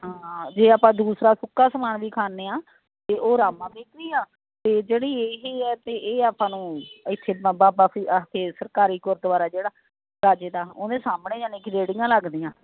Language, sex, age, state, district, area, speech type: Punjabi, female, 45-60, Punjab, Faridkot, urban, conversation